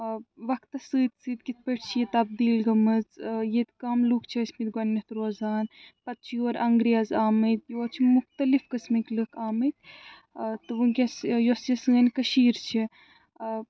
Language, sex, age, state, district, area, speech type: Kashmiri, female, 30-45, Jammu and Kashmir, Srinagar, urban, spontaneous